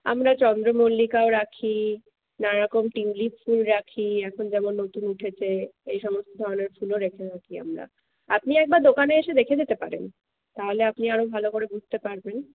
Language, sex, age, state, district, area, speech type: Bengali, female, 45-60, West Bengal, Purulia, urban, conversation